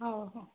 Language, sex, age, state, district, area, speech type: Odia, female, 45-60, Odisha, Angul, rural, conversation